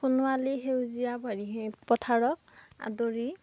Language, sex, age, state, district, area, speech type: Assamese, female, 18-30, Assam, Darrang, rural, spontaneous